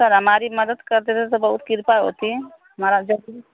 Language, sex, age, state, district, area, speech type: Hindi, female, 45-60, Uttar Pradesh, Mau, rural, conversation